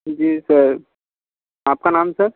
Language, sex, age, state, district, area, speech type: Hindi, male, 45-60, Uttar Pradesh, Sonbhadra, rural, conversation